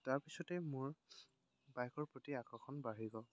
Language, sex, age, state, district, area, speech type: Assamese, male, 18-30, Assam, Dibrugarh, rural, spontaneous